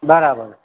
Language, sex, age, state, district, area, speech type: Gujarati, male, 45-60, Gujarat, Narmada, rural, conversation